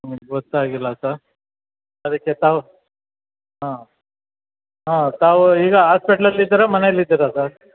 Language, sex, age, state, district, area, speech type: Kannada, male, 60+, Karnataka, Chamarajanagar, rural, conversation